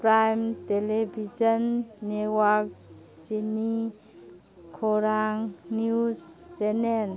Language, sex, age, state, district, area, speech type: Manipuri, female, 45-60, Manipur, Kangpokpi, urban, read